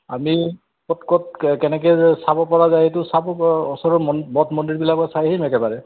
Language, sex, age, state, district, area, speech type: Assamese, male, 60+, Assam, Goalpara, urban, conversation